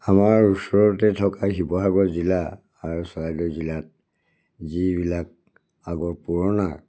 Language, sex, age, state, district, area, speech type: Assamese, male, 60+, Assam, Charaideo, rural, spontaneous